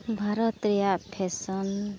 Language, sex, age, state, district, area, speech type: Santali, female, 18-30, Jharkhand, Pakur, rural, spontaneous